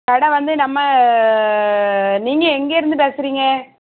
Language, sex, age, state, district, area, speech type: Tamil, female, 30-45, Tamil Nadu, Thoothukudi, urban, conversation